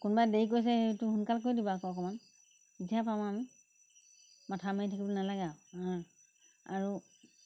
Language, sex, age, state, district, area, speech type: Assamese, female, 60+, Assam, Golaghat, rural, spontaneous